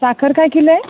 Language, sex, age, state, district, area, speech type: Marathi, female, 30-45, Maharashtra, Akola, rural, conversation